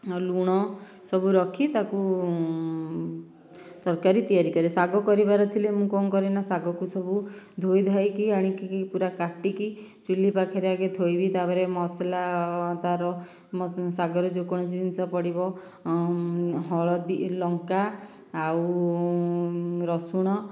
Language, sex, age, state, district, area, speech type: Odia, female, 60+, Odisha, Dhenkanal, rural, spontaneous